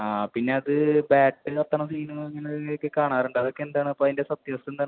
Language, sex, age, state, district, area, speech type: Malayalam, male, 18-30, Kerala, Thrissur, rural, conversation